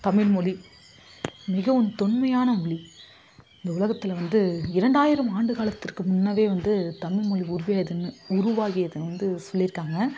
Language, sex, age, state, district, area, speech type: Tamil, female, 30-45, Tamil Nadu, Kallakurichi, urban, spontaneous